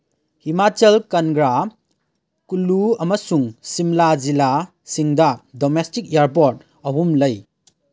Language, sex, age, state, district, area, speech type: Manipuri, male, 18-30, Manipur, Kangpokpi, urban, read